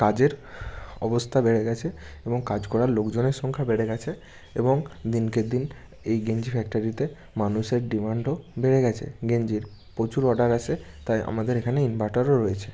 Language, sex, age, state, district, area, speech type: Bengali, male, 18-30, West Bengal, Bankura, urban, spontaneous